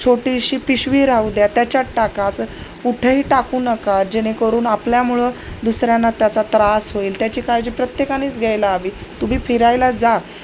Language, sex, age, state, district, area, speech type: Marathi, female, 30-45, Maharashtra, Osmanabad, rural, spontaneous